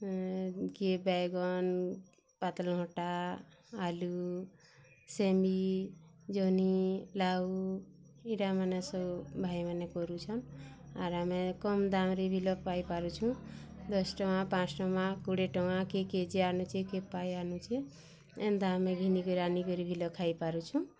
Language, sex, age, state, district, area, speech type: Odia, female, 30-45, Odisha, Bargarh, urban, spontaneous